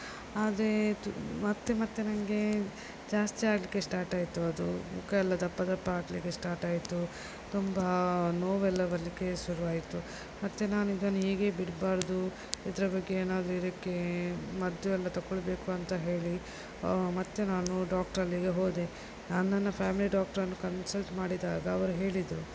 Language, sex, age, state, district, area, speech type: Kannada, female, 30-45, Karnataka, Shimoga, rural, spontaneous